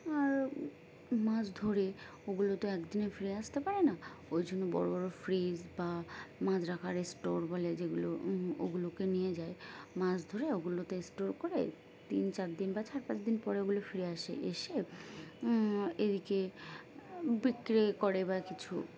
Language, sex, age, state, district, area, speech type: Bengali, female, 18-30, West Bengal, Birbhum, urban, spontaneous